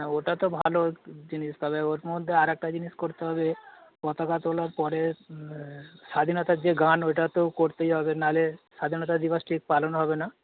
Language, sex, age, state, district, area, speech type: Bengali, male, 45-60, West Bengal, Dakshin Dinajpur, rural, conversation